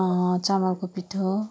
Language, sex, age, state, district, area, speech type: Nepali, female, 30-45, West Bengal, Darjeeling, rural, spontaneous